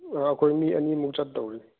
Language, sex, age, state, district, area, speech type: Manipuri, male, 45-60, Manipur, Chandel, rural, conversation